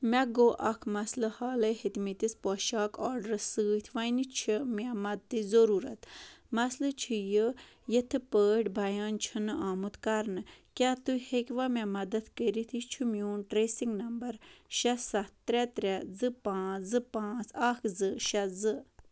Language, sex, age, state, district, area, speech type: Kashmiri, female, 18-30, Jammu and Kashmir, Ganderbal, rural, read